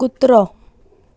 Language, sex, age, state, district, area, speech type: Goan Konkani, female, 18-30, Goa, Quepem, rural, read